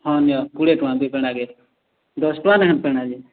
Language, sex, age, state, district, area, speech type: Odia, male, 18-30, Odisha, Boudh, rural, conversation